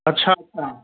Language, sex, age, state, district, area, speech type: Sindhi, male, 45-60, Gujarat, Kutch, urban, conversation